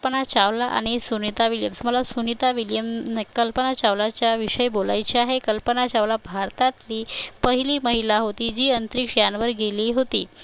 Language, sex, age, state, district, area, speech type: Marathi, female, 60+, Maharashtra, Nagpur, rural, spontaneous